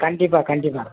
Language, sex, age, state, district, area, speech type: Tamil, male, 45-60, Tamil Nadu, Perambalur, urban, conversation